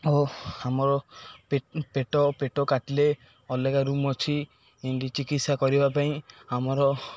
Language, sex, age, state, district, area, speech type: Odia, male, 18-30, Odisha, Ganjam, urban, spontaneous